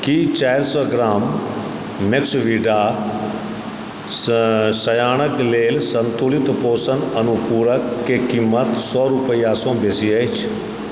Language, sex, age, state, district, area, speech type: Maithili, male, 45-60, Bihar, Supaul, rural, read